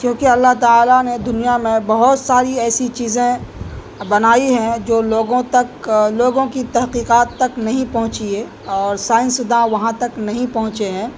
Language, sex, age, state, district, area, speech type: Urdu, male, 18-30, Bihar, Purnia, rural, spontaneous